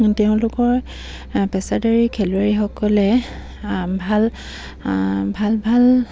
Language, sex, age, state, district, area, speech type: Assamese, female, 45-60, Assam, Dibrugarh, rural, spontaneous